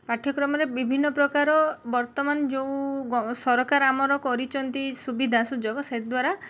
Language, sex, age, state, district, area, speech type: Odia, female, 30-45, Odisha, Balasore, rural, spontaneous